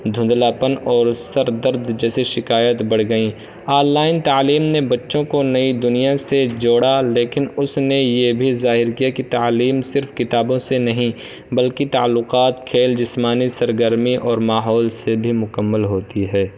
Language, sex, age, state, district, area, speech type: Urdu, male, 18-30, Uttar Pradesh, Balrampur, rural, spontaneous